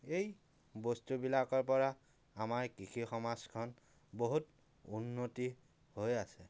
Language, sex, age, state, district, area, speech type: Assamese, male, 30-45, Assam, Dhemaji, rural, spontaneous